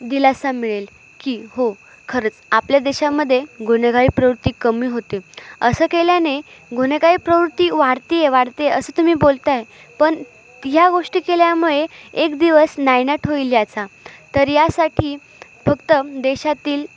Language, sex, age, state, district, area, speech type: Marathi, female, 18-30, Maharashtra, Ahmednagar, urban, spontaneous